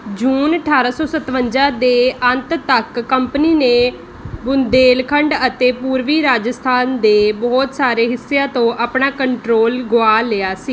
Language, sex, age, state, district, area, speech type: Punjabi, female, 30-45, Punjab, Mohali, rural, read